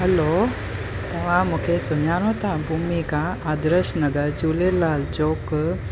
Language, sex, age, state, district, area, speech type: Sindhi, female, 30-45, Gujarat, Junagadh, rural, spontaneous